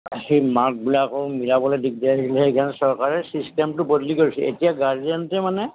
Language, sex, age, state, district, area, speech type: Assamese, male, 60+, Assam, Golaghat, rural, conversation